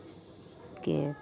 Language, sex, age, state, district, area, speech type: Manipuri, female, 45-60, Manipur, Churachandpur, rural, read